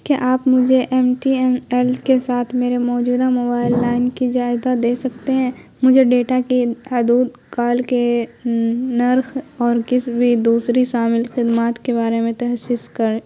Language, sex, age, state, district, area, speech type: Urdu, female, 18-30, Bihar, Khagaria, rural, read